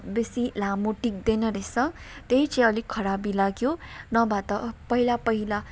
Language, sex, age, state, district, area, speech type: Nepali, female, 30-45, West Bengal, Kalimpong, rural, spontaneous